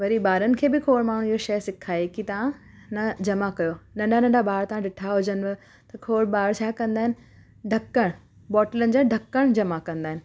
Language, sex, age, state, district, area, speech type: Sindhi, female, 30-45, Gujarat, Surat, urban, spontaneous